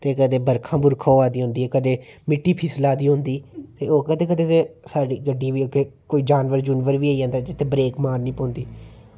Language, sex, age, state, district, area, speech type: Dogri, male, 30-45, Jammu and Kashmir, Reasi, rural, spontaneous